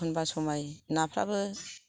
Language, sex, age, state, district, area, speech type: Bodo, female, 45-60, Assam, Kokrajhar, rural, spontaneous